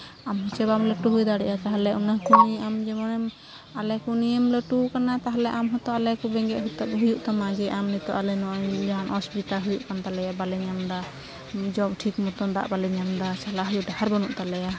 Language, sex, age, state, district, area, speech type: Santali, female, 18-30, West Bengal, Malda, rural, spontaneous